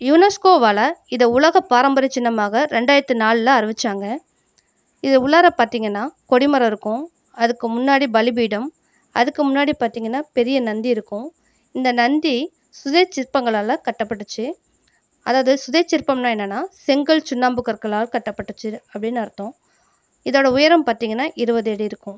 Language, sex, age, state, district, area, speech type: Tamil, female, 30-45, Tamil Nadu, Ariyalur, rural, spontaneous